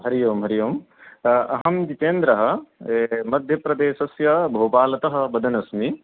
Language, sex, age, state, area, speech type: Sanskrit, male, 30-45, Madhya Pradesh, urban, conversation